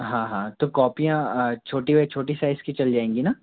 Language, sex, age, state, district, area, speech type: Hindi, male, 45-60, Madhya Pradesh, Bhopal, urban, conversation